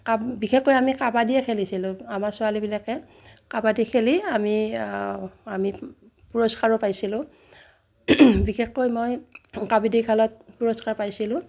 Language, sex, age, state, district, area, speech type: Assamese, female, 60+, Assam, Udalguri, rural, spontaneous